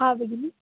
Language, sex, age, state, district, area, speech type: Sanskrit, female, 18-30, Karnataka, Bangalore Rural, rural, conversation